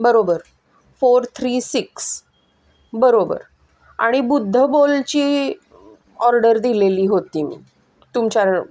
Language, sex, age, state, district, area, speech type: Marathi, female, 45-60, Maharashtra, Pune, urban, spontaneous